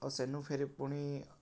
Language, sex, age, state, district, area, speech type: Odia, male, 18-30, Odisha, Balangir, urban, spontaneous